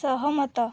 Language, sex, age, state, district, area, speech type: Odia, female, 18-30, Odisha, Balasore, rural, read